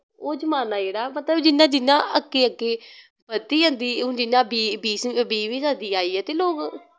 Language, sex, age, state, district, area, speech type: Dogri, female, 18-30, Jammu and Kashmir, Samba, rural, spontaneous